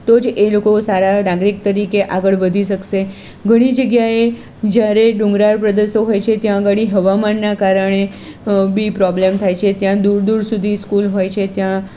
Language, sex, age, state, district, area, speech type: Gujarati, female, 45-60, Gujarat, Kheda, rural, spontaneous